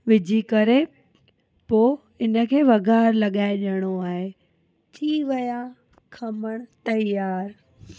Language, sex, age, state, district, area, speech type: Sindhi, female, 18-30, Gujarat, Surat, urban, spontaneous